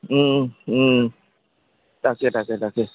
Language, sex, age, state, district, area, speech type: Assamese, male, 30-45, Assam, Charaideo, urban, conversation